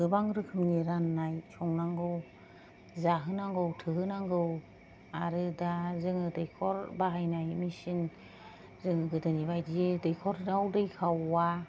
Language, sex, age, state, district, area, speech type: Bodo, female, 45-60, Assam, Kokrajhar, urban, spontaneous